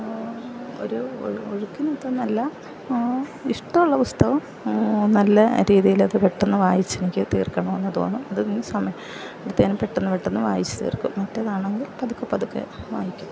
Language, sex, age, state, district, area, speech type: Malayalam, female, 60+, Kerala, Alappuzha, rural, spontaneous